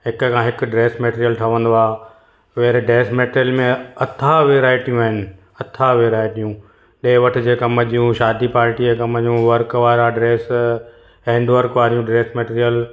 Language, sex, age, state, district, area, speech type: Sindhi, male, 45-60, Gujarat, Surat, urban, spontaneous